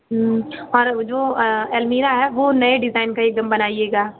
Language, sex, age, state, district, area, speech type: Hindi, female, 18-30, Uttar Pradesh, Azamgarh, rural, conversation